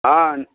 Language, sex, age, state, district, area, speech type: Kannada, male, 60+, Karnataka, Bidar, rural, conversation